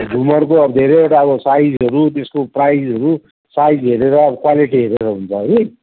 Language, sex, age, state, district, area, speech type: Nepali, male, 45-60, West Bengal, Kalimpong, rural, conversation